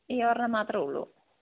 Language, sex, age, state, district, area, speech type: Malayalam, female, 18-30, Kerala, Idukki, rural, conversation